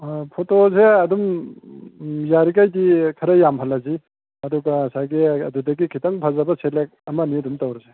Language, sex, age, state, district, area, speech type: Manipuri, male, 45-60, Manipur, Bishnupur, rural, conversation